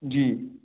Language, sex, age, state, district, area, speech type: Sindhi, male, 30-45, Uttar Pradesh, Lucknow, urban, conversation